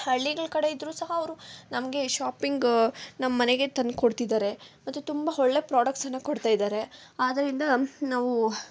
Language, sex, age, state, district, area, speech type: Kannada, female, 18-30, Karnataka, Kolar, rural, spontaneous